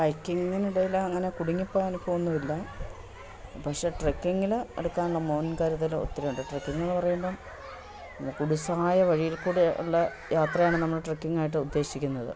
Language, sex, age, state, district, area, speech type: Malayalam, female, 45-60, Kerala, Idukki, rural, spontaneous